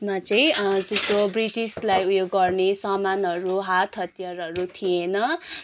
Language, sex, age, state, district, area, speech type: Nepali, female, 18-30, West Bengal, Kalimpong, rural, spontaneous